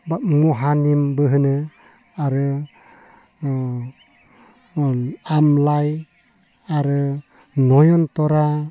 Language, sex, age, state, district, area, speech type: Bodo, male, 30-45, Assam, Baksa, rural, spontaneous